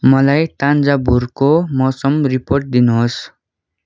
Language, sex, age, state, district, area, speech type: Nepali, male, 18-30, West Bengal, Darjeeling, rural, read